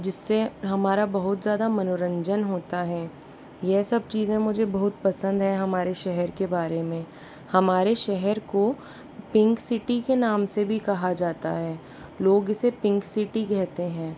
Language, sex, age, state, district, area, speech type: Hindi, female, 60+, Rajasthan, Jaipur, urban, spontaneous